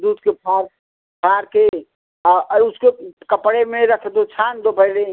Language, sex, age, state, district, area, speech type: Hindi, female, 60+, Uttar Pradesh, Ghazipur, rural, conversation